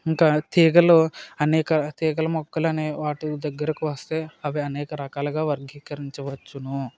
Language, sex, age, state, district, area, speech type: Telugu, male, 30-45, Andhra Pradesh, Kakinada, rural, spontaneous